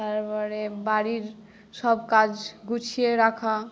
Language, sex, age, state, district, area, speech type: Bengali, female, 18-30, West Bengal, Howrah, urban, spontaneous